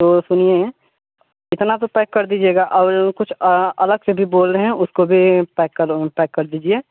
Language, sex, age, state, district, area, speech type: Hindi, male, 18-30, Uttar Pradesh, Mirzapur, rural, conversation